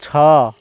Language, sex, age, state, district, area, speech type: Odia, male, 18-30, Odisha, Ganjam, urban, read